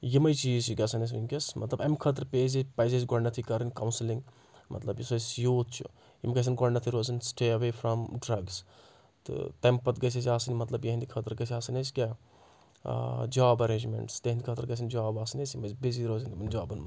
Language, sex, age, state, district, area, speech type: Kashmiri, male, 18-30, Jammu and Kashmir, Anantnag, rural, spontaneous